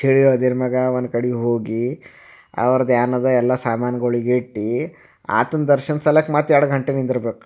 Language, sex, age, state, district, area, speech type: Kannada, male, 30-45, Karnataka, Bidar, urban, spontaneous